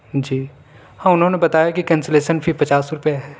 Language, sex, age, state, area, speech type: Urdu, male, 18-30, Uttar Pradesh, urban, spontaneous